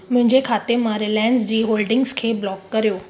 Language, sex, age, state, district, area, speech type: Sindhi, female, 30-45, Gujarat, Surat, urban, read